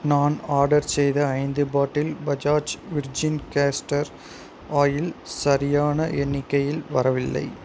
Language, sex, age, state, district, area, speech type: Tamil, male, 30-45, Tamil Nadu, Sivaganga, rural, read